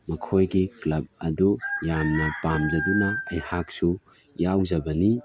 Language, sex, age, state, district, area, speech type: Manipuri, male, 30-45, Manipur, Tengnoupal, rural, spontaneous